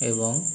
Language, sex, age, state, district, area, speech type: Bengali, male, 30-45, West Bengal, Howrah, urban, spontaneous